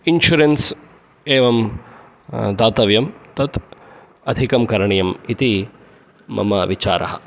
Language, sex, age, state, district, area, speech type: Sanskrit, male, 30-45, Karnataka, Shimoga, rural, spontaneous